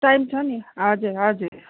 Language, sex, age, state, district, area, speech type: Nepali, female, 30-45, West Bengal, Darjeeling, rural, conversation